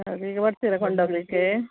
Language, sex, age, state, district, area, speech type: Kannada, female, 60+, Karnataka, Udupi, rural, conversation